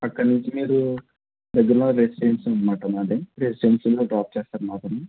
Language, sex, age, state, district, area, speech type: Telugu, female, 30-45, Andhra Pradesh, Konaseema, urban, conversation